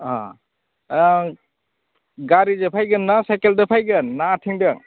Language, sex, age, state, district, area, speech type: Bodo, male, 30-45, Assam, Udalguri, rural, conversation